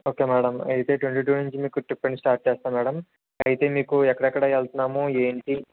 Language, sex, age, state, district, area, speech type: Telugu, male, 45-60, Andhra Pradesh, Kakinada, rural, conversation